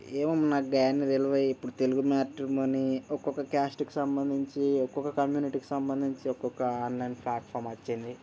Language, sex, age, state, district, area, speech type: Telugu, male, 18-30, Telangana, Nirmal, rural, spontaneous